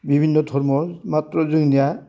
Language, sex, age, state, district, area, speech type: Bodo, male, 60+, Assam, Baksa, rural, spontaneous